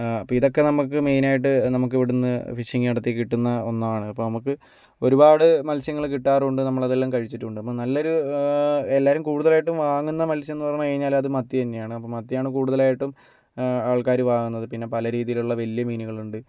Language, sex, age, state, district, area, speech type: Malayalam, male, 30-45, Kerala, Kozhikode, urban, spontaneous